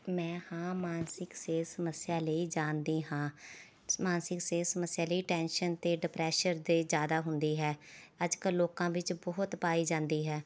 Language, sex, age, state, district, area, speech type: Punjabi, female, 30-45, Punjab, Rupnagar, urban, spontaneous